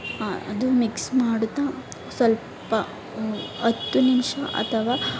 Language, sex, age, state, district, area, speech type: Kannada, female, 18-30, Karnataka, Chamarajanagar, urban, spontaneous